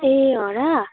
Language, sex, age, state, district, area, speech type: Nepali, female, 18-30, West Bengal, Alipurduar, rural, conversation